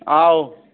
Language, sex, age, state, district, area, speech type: Manipuri, male, 60+, Manipur, Thoubal, rural, conversation